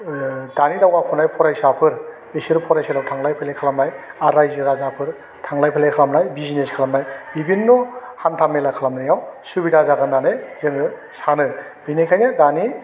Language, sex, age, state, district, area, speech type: Bodo, male, 45-60, Assam, Chirang, rural, spontaneous